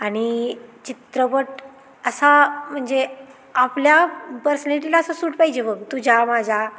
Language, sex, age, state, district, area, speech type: Marathi, female, 30-45, Maharashtra, Satara, rural, spontaneous